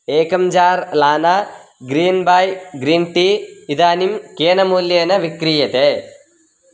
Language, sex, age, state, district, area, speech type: Sanskrit, male, 18-30, Karnataka, Raichur, rural, read